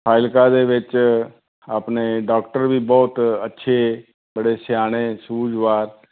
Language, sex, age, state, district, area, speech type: Punjabi, male, 60+, Punjab, Fazilka, rural, conversation